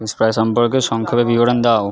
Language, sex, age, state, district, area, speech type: Bengali, male, 30-45, West Bengal, Purba Bardhaman, urban, read